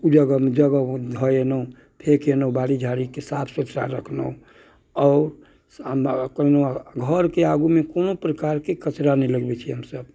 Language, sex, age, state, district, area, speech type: Maithili, male, 60+, Bihar, Muzaffarpur, urban, spontaneous